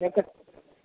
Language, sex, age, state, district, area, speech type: Goan Konkani, male, 60+, Goa, Bardez, urban, conversation